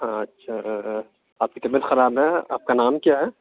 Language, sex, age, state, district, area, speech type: Urdu, male, 45-60, Uttar Pradesh, Aligarh, urban, conversation